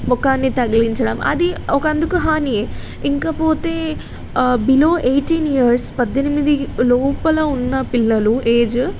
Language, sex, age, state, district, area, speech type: Telugu, female, 18-30, Telangana, Jagtial, rural, spontaneous